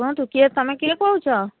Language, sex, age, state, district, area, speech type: Odia, female, 60+, Odisha, Jharsuguda, rural, conversation